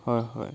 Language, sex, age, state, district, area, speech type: Assamese, male, 30-45, Assam, Charaideo, rural, spontaneous